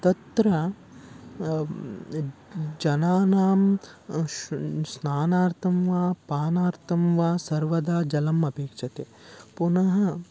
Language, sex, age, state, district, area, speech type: Sanskrit, male, 18-30, Karnataka, Vijayanagara, rural, spontaneous